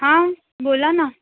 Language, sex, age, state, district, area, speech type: Marathi, female, 18-30, Maharashtra, Nagpur, urban, conversation